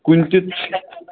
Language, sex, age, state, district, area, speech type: Kashmiri, male, 18-30, Jammu and Kashmir, Pulwama, rural, conversation